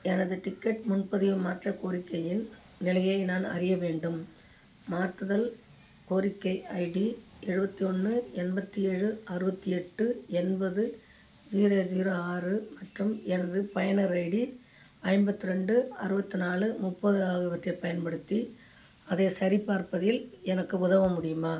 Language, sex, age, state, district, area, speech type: Tamil, female, 60+, Tamil Nadu, Ariyalur, rural, read